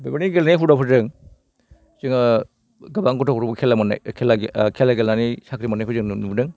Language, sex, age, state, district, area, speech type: Bodo, male, 60+, Assam, Baksa, rural, spontaneous